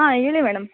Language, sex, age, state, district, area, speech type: Kannada, female, 18-30, Karnataka, Bellary, rural, conversation